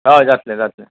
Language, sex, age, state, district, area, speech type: Goan Konkani, male, 45-60, Goa, Bardez, urban, conversation